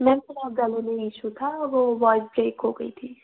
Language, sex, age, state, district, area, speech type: Hindi, female, 18-30, Madhya Pradesh, Chhindwara, urban, conversation